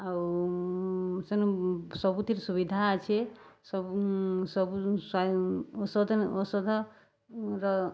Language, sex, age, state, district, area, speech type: Odia, female, 30-45, Odisha, Bargarh, rural, spontaneous